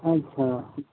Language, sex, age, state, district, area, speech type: Urdu, male, 45-60, Telangana, Hyderabad, urban, conversation